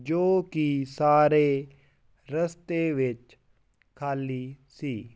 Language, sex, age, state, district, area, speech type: Punjabi, male, 18-30, Punjab, Fazilka, rural, spontaneous